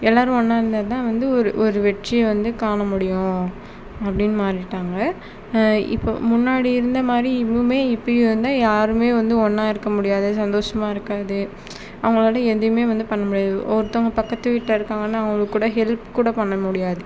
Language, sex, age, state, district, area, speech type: Tamil, female, 30-45, Tamil Nadu, Tiruvarur, rural, spontaneous